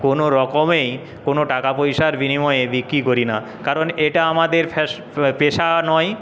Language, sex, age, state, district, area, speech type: Bengali, male, 30-45, West Bengal, Paschim Medinipur, rural, spontaneous